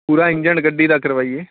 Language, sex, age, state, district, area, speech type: Punjabi, male, 30-45, Punjab, Fazilka, rural, conversation